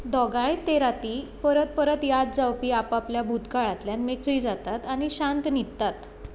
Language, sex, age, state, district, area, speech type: Goan Konkani, female, 30-45, Goa, Tiswadi, rural, read